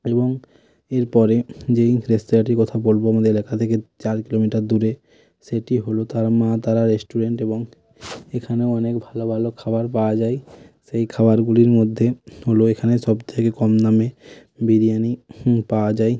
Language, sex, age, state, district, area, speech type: Bengali, male, 30-45, West Bengal, Hooghly, urban, spontaneous